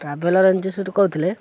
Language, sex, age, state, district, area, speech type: Odia, male, 18-30, Odisha, Kendrapara, urban, spontaneous